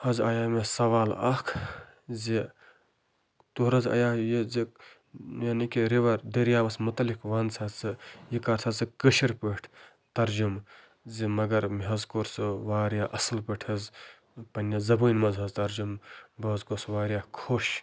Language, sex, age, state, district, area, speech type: Kashmiri, male, 30-45, Jammu and Kashmir, Baramulla, rural, spontaneous